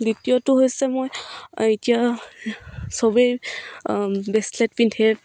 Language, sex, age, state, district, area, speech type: Assamese, female, 18-30, Assam, Dibrugarh, rural, spontaneous